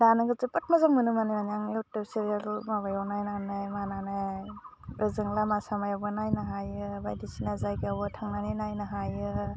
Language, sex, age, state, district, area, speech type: Bodo, female, 30-45, Assam, Udalguri, urban, spontaneous